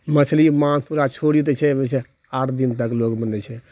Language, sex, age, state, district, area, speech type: Maithili, male, 60+, Bihar, Purnia, rural, spontaneous